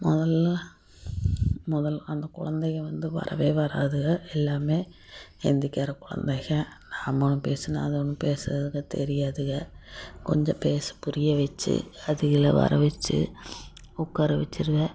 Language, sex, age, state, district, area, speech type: Tamil, female, 45-60, Tamil Nadu, Tiruppur, rural, spontaneous